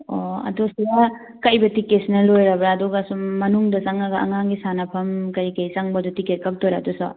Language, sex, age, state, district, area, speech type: Manipuri, female, 18-30, Manipur, Thoubal, urban, conversation